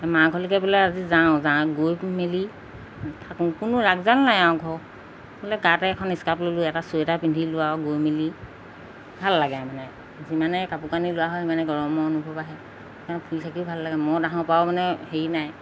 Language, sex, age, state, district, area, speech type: Assamese, female, 45-60, Assam, Golaghat, urban, spontaneous